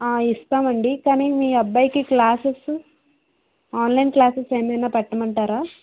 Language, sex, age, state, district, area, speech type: Telugu, female, 30-45, Andhra Pradesh, Vizianagaram, rural, conversation